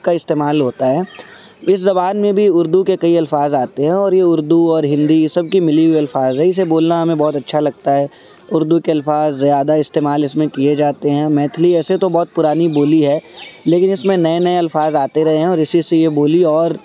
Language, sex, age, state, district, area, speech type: Urdu, male, 18-30, Delhi, Central Delhi, urban, spontaneous